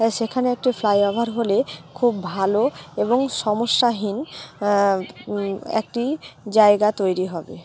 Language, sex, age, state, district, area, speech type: Bengali, female, 30-45, West Bengal, Malda, urban, spontaneous